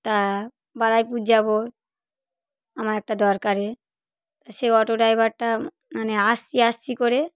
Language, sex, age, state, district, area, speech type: Bengali, female, 45-60, West Bengal, South 24 Parganas, rural, spontaneous